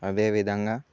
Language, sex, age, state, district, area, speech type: Telugu, male, 18-30, Telangana, Bhadradri Kothagudem, rural, spontaneous